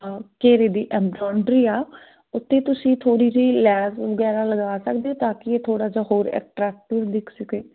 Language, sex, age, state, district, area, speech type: Punjabi, female, 18-30, Punjab, Firozpur, rural, conversation